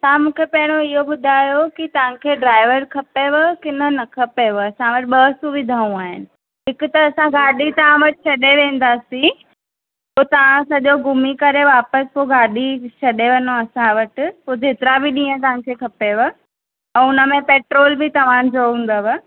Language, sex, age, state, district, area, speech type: Sindhi, female, 18-30, Maharashtra, Thane, urban, conversation